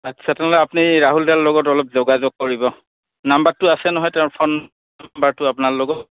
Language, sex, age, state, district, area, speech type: Assamese, male, 45-60, Assam, Goalpara, rural, conversation